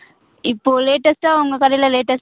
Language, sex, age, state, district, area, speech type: Tamil, female, 18-30, Tamil Nadu, Perambalur, urban, conversation